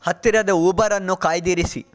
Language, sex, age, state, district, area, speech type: Kannada, male, 45-60, Karnataka, Chitradurga, rural, read